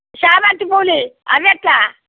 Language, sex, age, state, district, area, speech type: Telugu, female, 60+, Telangana, Jagtial, rural, conversation